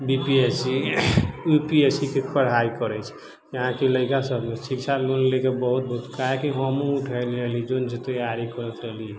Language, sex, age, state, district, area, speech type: Maithili, male, 30-45, Bihar, Sitamarhi, urban, spontaneous